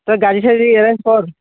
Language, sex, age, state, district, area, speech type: Assamese, male, 18-30, Assam, Dibrugarh, urban, conversation